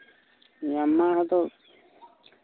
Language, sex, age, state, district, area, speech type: Santali, male, 18-30, Jharkhand, Pakur, rural, conversation